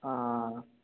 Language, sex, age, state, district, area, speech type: Telugu, male, 18-30, Telangana, Mahabubabad, urban, conversation